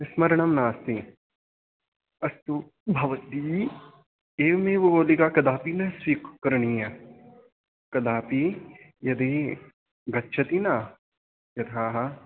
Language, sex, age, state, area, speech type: Sanskrit, male, 18-30, Haryana, rural, conversation